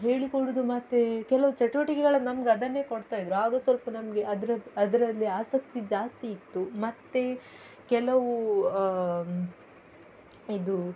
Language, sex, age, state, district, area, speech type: Kannada, female, 18-30, Karnataka, Udupi, urban, spontaneous